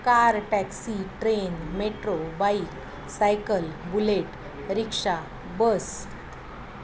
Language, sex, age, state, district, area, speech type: Marathi, female, 45-60, Maharashtra, Thane, rural, spontaneous